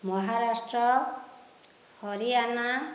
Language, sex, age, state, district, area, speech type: Odia, female, 30-45, Odisha, Dhenkanal, rural, spontaneous